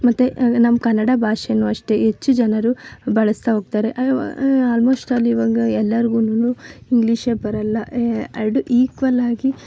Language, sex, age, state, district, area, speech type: Kannada, female, 30-45, Karnataka, Tumkur, rural, spontaneous